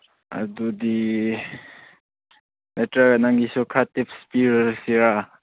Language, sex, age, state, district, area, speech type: Manipuri, male, 18-30, Manipur, Chandel, rural, conversation